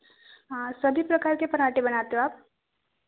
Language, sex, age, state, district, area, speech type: Hindi, female, 18-30, Madhya Pradesh, Betul, rural, conversation